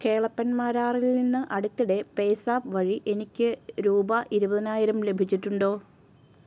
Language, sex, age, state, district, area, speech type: Malayalam, female, 45-60, Kerala, Ernakulam, rural, read